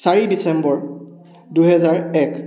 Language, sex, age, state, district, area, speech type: Assamese, male, 18-30, Assam, Charaideo, urban, spontaneous